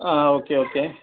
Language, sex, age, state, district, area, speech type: Malayalam, female, 60+, Kerala, Wayanad, rural, conversation